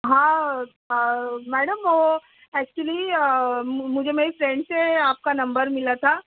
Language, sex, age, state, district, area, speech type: Urdu, female, 30-45, Maharashtra, Nashik, rural, conversation